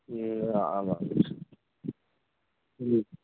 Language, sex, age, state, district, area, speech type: Sanskrit, male, 18-30, Maharashtra, Kolhapur, rural, conversation